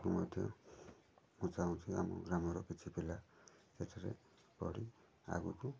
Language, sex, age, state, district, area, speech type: Odia, male, 30-45, Odisha, Kendujhar, urban, spontaneous